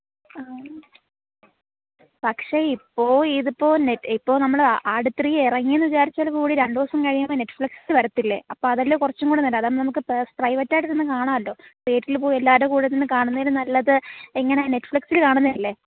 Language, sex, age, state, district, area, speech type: Malayalam, female, 18-30, Kerala, Thiruvananthapuram, rural, conversation